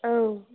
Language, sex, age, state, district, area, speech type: Bodo, female, 30-45, Assam, Chirang, rural, conversation